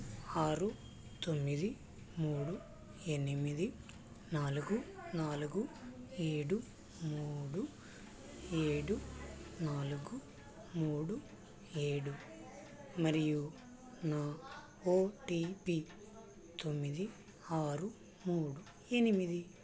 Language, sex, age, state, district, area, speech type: Telugu, male, 18-30, Andhra Pradesh, Krishna, rural, read